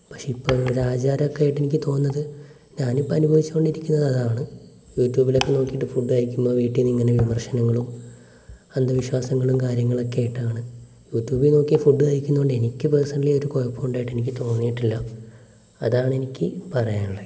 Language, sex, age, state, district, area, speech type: Malayalam, male, 18-30, Kerala, Wayanad, rural, spontaneous